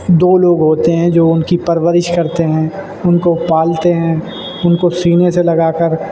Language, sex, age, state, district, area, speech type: Urdu, male, 18-30, Uttar Pradesh, Shahjahanpur, urban, spontaneous